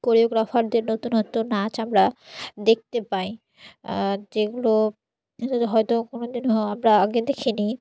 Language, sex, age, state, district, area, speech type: Bengali, female, 18-30, West Bengal, Murshidabad, urban, spontaneous